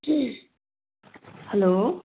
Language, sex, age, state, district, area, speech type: Nepali, female, 18-30, West Bengal, Darjeeling, rural, conversation